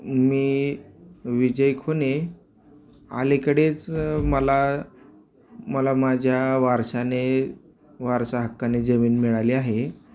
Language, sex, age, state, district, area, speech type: Marathi, male, 45-60, Maharashtra, Osmanabad, rural, spontaneous